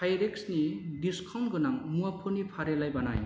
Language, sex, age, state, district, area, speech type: Bodo, male, 18-30, Assam, Chirang, rural, read